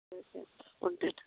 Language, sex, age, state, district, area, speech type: Telugu, female, 18-30, Andhra Pradesh, Anakapalli, urban, conversation